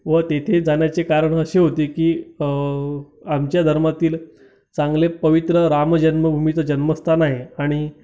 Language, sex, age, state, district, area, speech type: Marathi, male, 30-45, Maharashtra, Amravati, rural, spontaneous